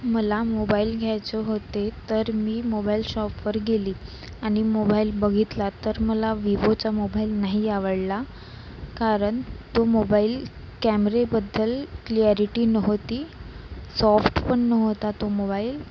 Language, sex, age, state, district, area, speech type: Marathi, female, 45-60, Maharashtra, Nagpur, urban, spontaneous